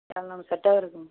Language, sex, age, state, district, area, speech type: Tamil, male, 18-30, Tamil Nadu, Krishnagiri, rural, conversation